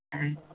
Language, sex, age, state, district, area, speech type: Urdu, male, 18-30, Bihar, Purnia, rural, conversation